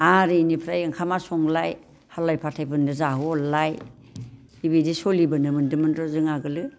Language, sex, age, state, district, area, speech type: Bodo, female, 60+, Assam, Baksa, urban, spontaneous